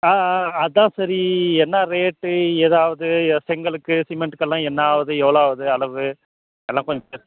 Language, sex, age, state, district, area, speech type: Tamil, male, 30-45, Tamil Nadu, Krishnagiri, rural, conversation